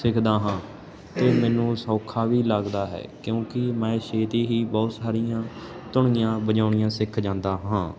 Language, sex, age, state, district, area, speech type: Punjabi, male, 18-30, Punjab, Ludhiana, rural, spontaneous